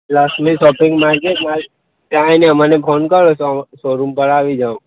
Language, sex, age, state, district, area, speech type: Gujarati, male, 30-45, Gujarat, Aravalli, urban, conversation